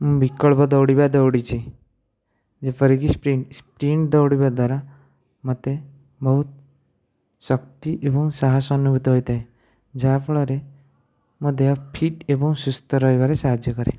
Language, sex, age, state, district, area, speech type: Odia, male, 30-45, Odisha, Nayagarh, rural, spontaneous